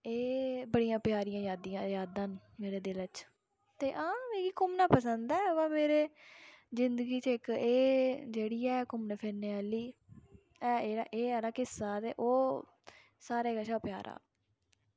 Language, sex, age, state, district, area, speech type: Dogri, female, 18-30, Jammu and Kashmir, Udhampur, rural, spontaneous